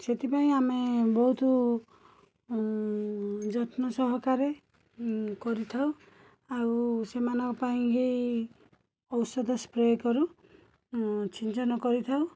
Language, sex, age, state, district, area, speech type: Odia, female, 30-45, Odisha, Cuttack, urban, spontaneous